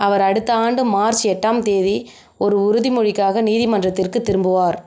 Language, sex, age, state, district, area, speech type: Tamil, female, 30-45, Tamil Nadu, Ariyalur, rural, read